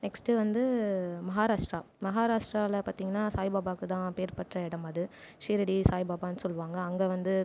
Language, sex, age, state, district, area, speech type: Tamil, female, 18-30, Tamil Nadu, Viluppuram, urban, spontaneous